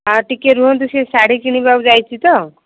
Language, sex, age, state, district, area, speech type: Odia, female, 30-45, Odisha, Ganjam, urban, conversation